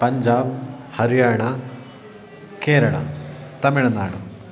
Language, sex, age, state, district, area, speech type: Sanskrit, male, 18-30, Karnataka, Uttara Kannada, rural, spontaneous